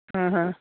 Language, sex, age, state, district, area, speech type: Punjabi, male, 18-30, Punjab, Patiala, urban, conversation